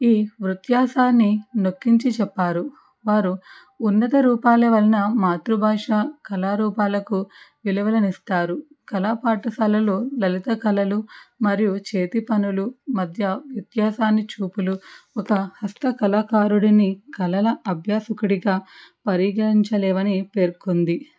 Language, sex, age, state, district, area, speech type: Telugu, female, 45-60, Andhra Pradesh, N T Rama Rao, urban, spontaneous